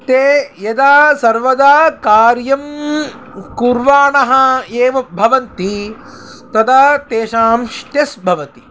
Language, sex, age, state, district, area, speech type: Sanskrit, male, 18-30, Tamil Nadu, Chennai, rural, spontaneous